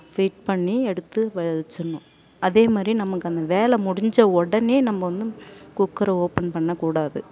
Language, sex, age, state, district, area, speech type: Tamil, female, 30-45, Tamil Nadu, Tiruvannamalai, urban, spontaneous